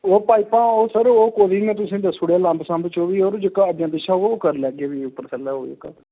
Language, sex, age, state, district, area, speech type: Dogri, male, 30-45, Jammu and Kashmir, Reasi, urban, conversation